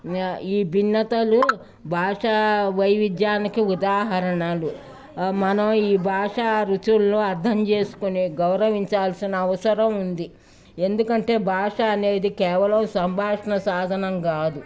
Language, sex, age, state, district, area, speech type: Telugu, female, 60+, Telangana, Ranga Reddy, rural, spontaneous